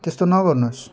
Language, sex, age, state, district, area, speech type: Nepali, male, 30-45, West Bengal, Jalpaiguri, urban, spontaneous